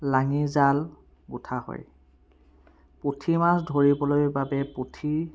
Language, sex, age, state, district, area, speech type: Assamese, male, 30-45, Assam, Sivasagar, urban, spontaneous